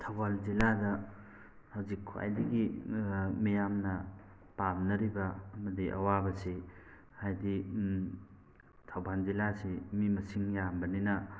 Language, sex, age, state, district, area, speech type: Manipuri, male, 45-60, Manipur, Thoubal, rural, spontaneous